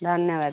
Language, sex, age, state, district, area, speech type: Odia, female, 45-60, Odisha, Angul, rural, conversation